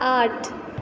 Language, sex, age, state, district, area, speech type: Maithili, female, 18-30, Bihar, Purnia, urban, read